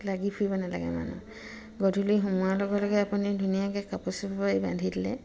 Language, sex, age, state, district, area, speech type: Assamese, female, 45-60, Assam, Dibrugarh, rural, spontaneous